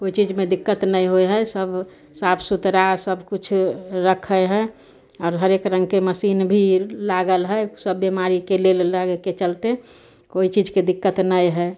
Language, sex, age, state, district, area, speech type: Maithili, female, 30-45, Bihar, Samastipur, urban, spontaneous